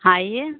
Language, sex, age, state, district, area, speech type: Hindi, female, 45-60, Uttar Pradesh, Ghazipur, rural, conversation